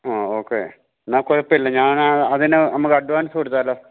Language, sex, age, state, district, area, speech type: Malayalam, male, 60+, Kerala, Idukki, rural, conversation